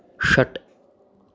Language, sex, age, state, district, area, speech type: Sanskrit, male, 18-30, Karnataka, Chikkamagaluru, urban, read